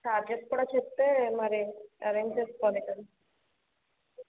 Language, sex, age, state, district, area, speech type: Telugu, female, 18-30, Andhra Pradesh, Konaseema, urban, conversation